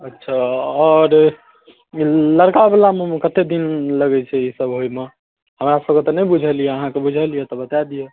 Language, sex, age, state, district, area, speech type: Maithili, male, 18-30, Bihar, Darbhanga, urban, conversation